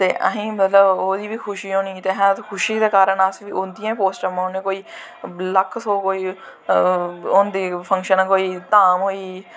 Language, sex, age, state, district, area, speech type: Dogri, female, 18-30, Jammu and Kashmir, Jammu, rural, spontaneous